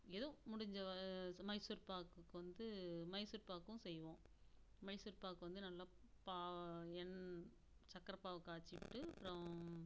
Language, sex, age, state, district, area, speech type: Tamil, female, 45-60, Tamil Nadu, Namakkal, rural, spontaneous